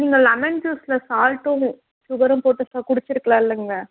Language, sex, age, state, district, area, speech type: Tamil, female, 18-30, Tamil Nadu, Tirupattur, rural, conversation